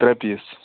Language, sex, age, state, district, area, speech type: Kashmiri, male, 18-30, Jammu and Kashmir, Pulwama, rural, conversation